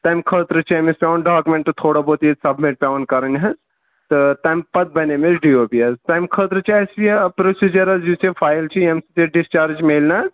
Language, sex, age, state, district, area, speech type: Kashmiri, male, 18-30, Jammu and Kashmir, Shopian, rural, conversation